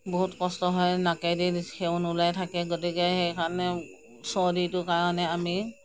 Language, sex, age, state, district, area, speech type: Assamese, female, 60+, Assam, Morigaon, rural, spontaneous